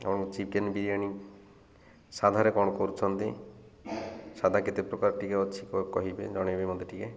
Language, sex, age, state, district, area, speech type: Odia, male, 30-45, Odisha, Malkangiri, urban, spontaneous